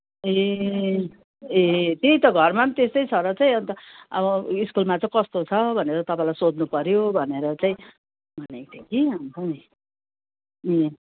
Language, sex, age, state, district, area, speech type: Nepali, female, 60+, West Bengal, Kalimpong, rural, conversation